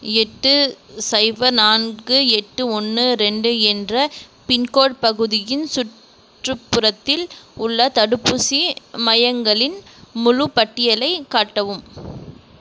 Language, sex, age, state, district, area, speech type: Tamil, female, 45-60, Tamil Nadu, Krishnagiri, rural, read